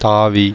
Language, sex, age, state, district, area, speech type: Tamil, male, 30-45, Tamil Nadu, Viluppuram, rural, read